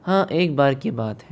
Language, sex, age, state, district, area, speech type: Hindi, male, 60+, Rajasthan, Jaipur, urban, spontaneous